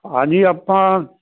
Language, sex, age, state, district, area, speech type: Punjabi, male, 60+, Punjab, Mansa, urban, conversation